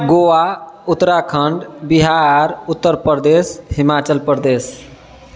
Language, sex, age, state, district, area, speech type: Maithili, male, 30-45, Bihar, Sitamarhi, urban, spontaneous